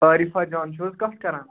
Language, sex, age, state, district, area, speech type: Kashmiri, male, 18-30, Jammu and Kashmir, Budgam, rural, conversation